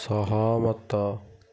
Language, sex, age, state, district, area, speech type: Odia, male, 30-45, Odisha, Kendujhar, urban, read